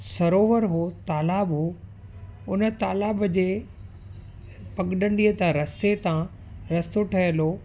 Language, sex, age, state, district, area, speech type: Sindhi, male, 45-60, Gujarat, Kutch, urban, spontaneous